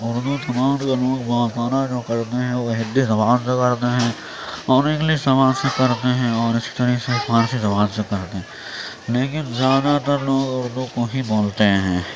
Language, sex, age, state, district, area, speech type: Urdu, male, 30-45, Uttar Pradesh, Gautam Buddha Nagar, rural, spontaneous